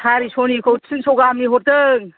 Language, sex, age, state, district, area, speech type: Bodo, female, 60+, Assam, Kokrajhar, urban, conversation